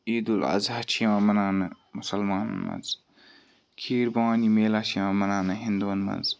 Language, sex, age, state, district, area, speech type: Kashmiri, male, 18-30, Jammu and Kashmir, Ganderbal, rural, spontaneous